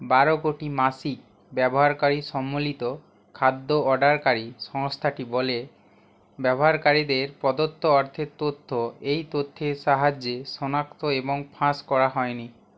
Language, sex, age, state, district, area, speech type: Bengali, male, 18-30, West Bengal, Hooghly, urban, read